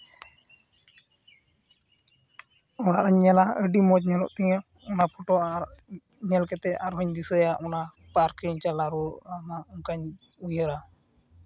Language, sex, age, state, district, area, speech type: Santali, male, 18-30, West Bengal, Uttar Dinajpur, rural, spontaneous